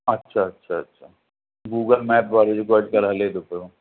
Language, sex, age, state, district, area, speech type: Sindhi, male, 45-60, Uttar Pradesh, Lucknow, rural, conversation